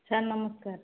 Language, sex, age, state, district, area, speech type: Odia, female, 45-60, Odisha, Jajpur, rural, conversation